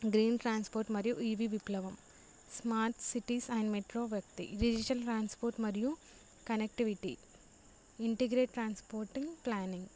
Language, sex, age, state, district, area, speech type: Telugu, female, 18-30, Telangana, Jangaon, urban, spontaneous